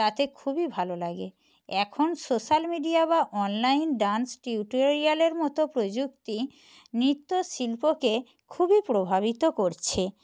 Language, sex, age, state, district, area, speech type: Bengali, female, 45-60, West Bengal, Nadia, rural, spontaneous